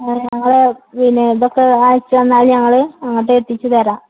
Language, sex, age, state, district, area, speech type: Malayalam, female, 45-60, Kerala, Malappuram, rural, conversation